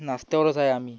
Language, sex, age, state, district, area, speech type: Marathi, male, 18-30, Maharashtra, Amravati, urban, spontaneous